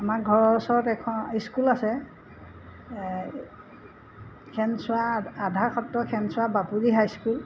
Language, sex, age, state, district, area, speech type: Assamese, female, 60+, Assam, Golaghat, urban, spontaneous